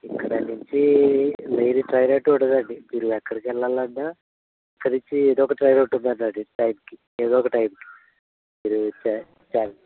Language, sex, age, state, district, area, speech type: Telugu, male, 60+, Andhra Pradesh, Konaseema, rural, conversation